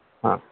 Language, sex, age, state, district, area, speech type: Marathi, male, 45-60, Maharashtra, Jalna, urban, conversation